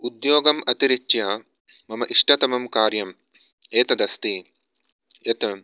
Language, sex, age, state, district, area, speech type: Sanskrit, male, 30-45, Karnataka, Bangalore Urban, urban, spontaneous